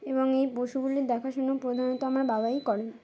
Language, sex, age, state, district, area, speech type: Bengali, female, 18-30, West Bengal, Uttar Dinajpur, urban, spontaneous